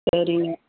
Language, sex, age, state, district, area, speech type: Tamil, female, 30-45, Tamil Nadu, Coimbatore, rural, conversation